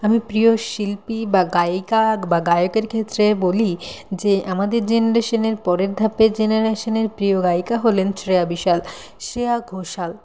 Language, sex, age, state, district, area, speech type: Bengali, female, 30-45, West Bengal, Nadia, rural, spontaneous